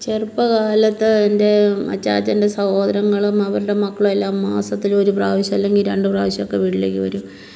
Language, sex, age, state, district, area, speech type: Malayalam, female, 45-60, Kerala, Kottayam, rural, spontaneous